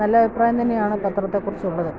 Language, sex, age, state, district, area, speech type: Malayalam, female, 45-60, Kerala, Kottayam, rural, spontaneous